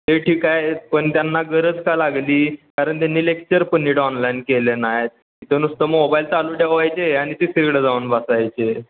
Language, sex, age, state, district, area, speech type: Marathi, male, 18-30, Maharashtra, Ratnagiri, rural, conversation